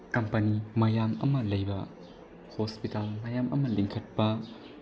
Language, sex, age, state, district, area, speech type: Manipuri, male, 18-30, Manipur, Bishnupur, rural, spontaneous